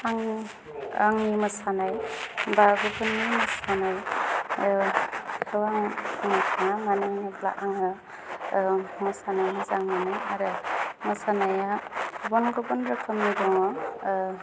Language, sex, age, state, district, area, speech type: Bodo, female, 30-45, Assam, Udalguri, rural, spontaneous